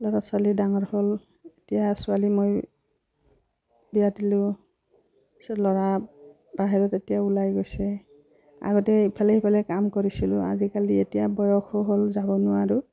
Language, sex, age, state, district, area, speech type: Assamese, female, 45-60, Assam, Udalguri, rural, spontaneous